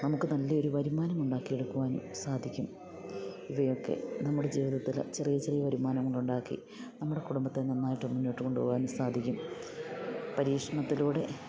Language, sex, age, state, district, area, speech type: Malayalam, female, 45-60, Kerala, Idukki, rural, spontaneous